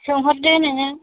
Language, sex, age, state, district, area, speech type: Bodo, female, 30-45, Assam, Chirang, urban, conversation